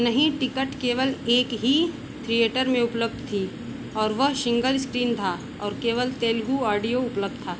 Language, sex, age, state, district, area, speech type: Hindi, female, 30-45, Uttar Pradesh, Mau, rural, read